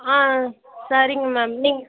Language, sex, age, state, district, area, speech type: Tamil, female, 18-30, Tamil Nadu, Kallakurichi, rural, conversation